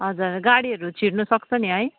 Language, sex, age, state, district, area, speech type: Nepali, female, 45-60, West Bengal, Darjeeling, rural, conversation